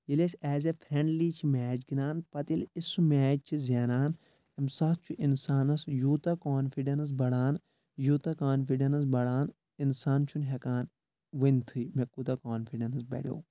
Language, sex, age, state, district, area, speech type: Kashmiri, male, 18-30, Jammu and Kashmir, Kulgam, rural, spontaneous